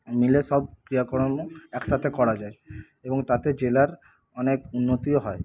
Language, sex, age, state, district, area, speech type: Bengali, male, 45-60, West Bengal, Paschim Bardhaman, rural, spontaneous